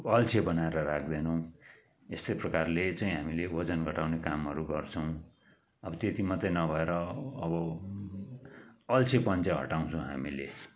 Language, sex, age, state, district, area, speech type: Nepali, male, 45-60, West Bengal, Kalimpong, rural, spontaneous